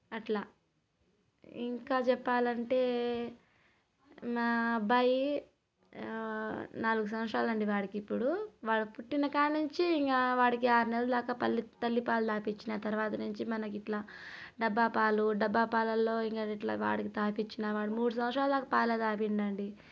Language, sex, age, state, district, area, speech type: Telugu, female, 30-45, Telangana, Nalgonda, rural, spontaneous